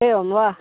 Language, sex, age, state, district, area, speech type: Sanskrit, male, 18-30, Karnataka, Uttara Kannada, rural, conversation